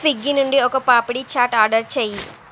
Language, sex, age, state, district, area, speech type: Telugu, female, 30-45, Andhra Pradesh, Srikakulam, urban, read